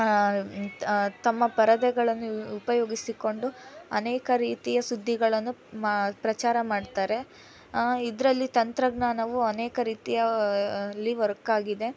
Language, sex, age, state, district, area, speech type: Kannada, female, 18-30, Karnataka, Chitradurga, rural, spontaneous